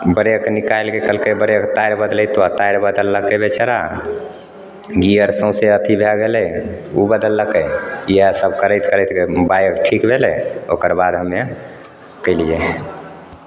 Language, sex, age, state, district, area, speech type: Maithili, male, 30-45, Bihar, Begusarai, rural, spontaneous